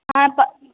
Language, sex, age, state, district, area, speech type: Tamil, female, 18-30, Tamil Nadu, Mayiladuthurai, urban, conversation